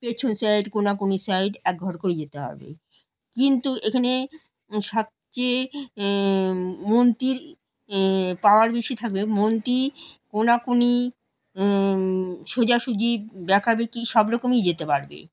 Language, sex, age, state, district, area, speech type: Bengali, female, 45-60, West Bengal, Alipurduar, rural, spontaneous